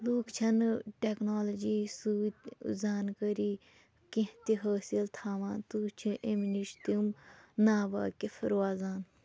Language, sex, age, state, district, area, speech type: Kashmiri, female, 18-30, Jammu and Kashmir, Shopian, rural, spontaneous